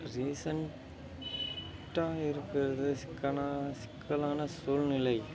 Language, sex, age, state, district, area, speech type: Tamil, male, 30-45, Tamil Nadu, Ariyalur, rural, spontaneous